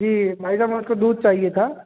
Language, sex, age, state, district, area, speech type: Hindi, male, 18-30, Uttar Pradesh, Azamgarh, rural, conversation